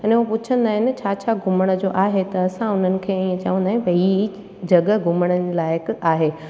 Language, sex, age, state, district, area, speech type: Sindhi, female, 18-30, Gujarat, Junagadh, urban, spontaneous